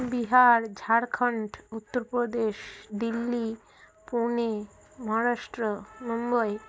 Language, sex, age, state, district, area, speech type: Bengali, female, 30-45, West Bengal, Birbhum, urban, spontaneous